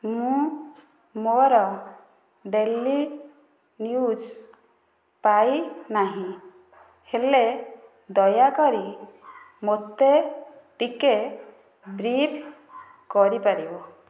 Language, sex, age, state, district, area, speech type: Odia, female, 30-45, Odisha, Dhenkanal, rural, read